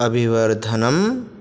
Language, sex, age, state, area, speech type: Sanskrit, male, 18-30, Rajasthan, urban, spontaneous